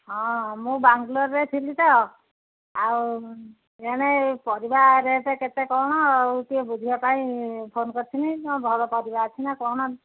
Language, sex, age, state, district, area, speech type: Odia, female, 60+, Odisha, Angul, rural, conversation